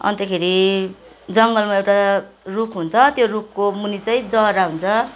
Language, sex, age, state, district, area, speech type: Nepali, female, 45-60, West Bengal, Kalimpong, rural, spontaneous